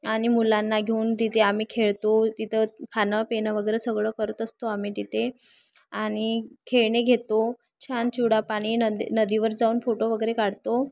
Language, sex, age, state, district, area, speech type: Marathi, female, 18-30, Maharashtra, Thane, rural, spontaneous